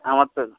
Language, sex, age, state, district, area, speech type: Bengali, male, 45-60, West Bengal, Hooghly, rural, conversation